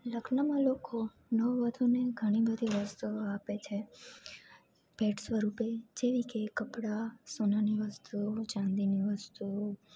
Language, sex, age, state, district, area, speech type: Gujarati, female, 18-30, Gujarat, Junagadh, rural, spontaneous